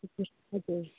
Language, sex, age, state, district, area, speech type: Nepali, female, 45-60, West Bengal, Jalpaiguri, urban, conversation